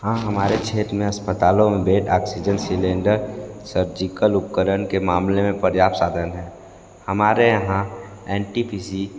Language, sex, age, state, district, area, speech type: Hindi, male, 45-60, Uttar Pradesh, Sonbhadra, rural, spontaneous